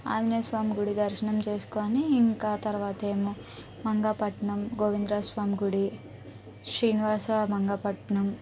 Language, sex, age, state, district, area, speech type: Telugu, female, 18-30, Andhra Pradesh, Guntur, urban, spontaneous